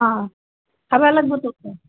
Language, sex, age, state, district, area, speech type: Assamese, female, 60+, Assam, Nalbari, rural, conversation